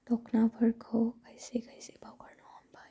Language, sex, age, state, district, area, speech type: Bodo, female, 18-30, Assam, Udalguri, rural, spontaneous